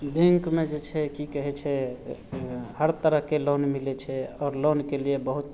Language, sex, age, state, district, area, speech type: Maithili, male, 30-45, Bihar, Madhepura, rural, spontaneous